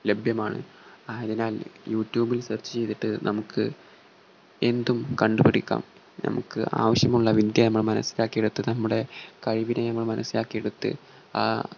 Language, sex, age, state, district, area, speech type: Malayalam, male, 18-30, Kerala, Malappuram, rural, spontaneous